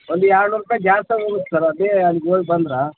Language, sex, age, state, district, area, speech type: Kannada, male, 45-60, Karnataka, Koppal, rural, conversation